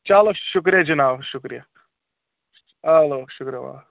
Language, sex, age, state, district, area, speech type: Kashmiri, male, 18-30, Jammu and Kashmir, Kulgam, urban, conversation